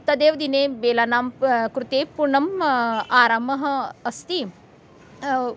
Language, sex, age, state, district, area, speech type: Sanskrit, female, 45-60, Maharashtra, Nagpur, urban, spontaneous